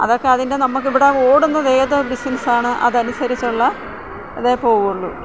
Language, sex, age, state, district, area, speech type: Malayalam, female, 60+, Kerala, Thiruvananthapuram, rural, spontaneous